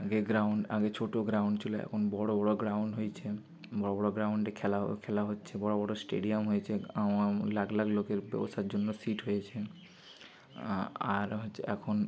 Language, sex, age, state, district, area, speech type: Bengali, male, 30-45, West Bengal, Bankura, urban, spontaneous